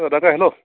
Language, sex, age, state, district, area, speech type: Assamese, male, 30-45, Assam, Sivasagar, rural, conversation